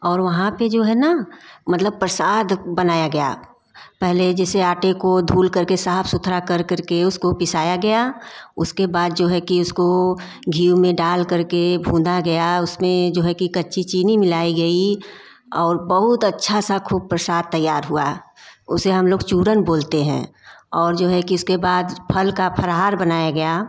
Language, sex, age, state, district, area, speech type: Hindi, female, 45-60, Uttar Pradesh, Varanasi, urban, spontaneous